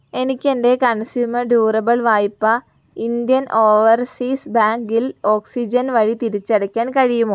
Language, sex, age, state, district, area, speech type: Malayalam, female, 18-30, Kerala, Wayanad, rural, read